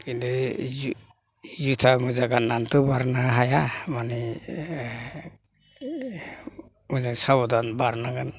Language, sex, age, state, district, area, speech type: Bodo, male, 60+, Assam, Chirang, rural, spontaneous